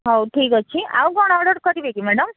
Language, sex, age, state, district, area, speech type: Odia, female, 18-30, Odisha, Koraput, urban, conversation